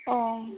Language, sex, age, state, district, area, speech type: Bengali, female, 45-60, West Bengal, Hooghly, rural, conversation